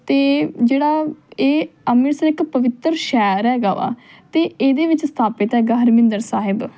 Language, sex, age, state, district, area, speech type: Punjabi, female, 18-30, Punjab, Tarn Taran, urban, spontaneous